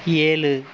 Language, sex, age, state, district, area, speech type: Tamil, male, 18-30, Tamil Nadu, Pudukkottai, rural, read